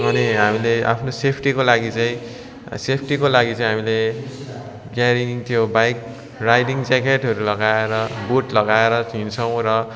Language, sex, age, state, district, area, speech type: Nepali, male, 18-30, West Bengal, Darjeeling, rural, spontaneous